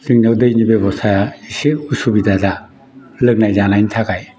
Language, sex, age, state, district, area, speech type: Bodo, male, 60+, Assam, Udalguri, rural, spontaneous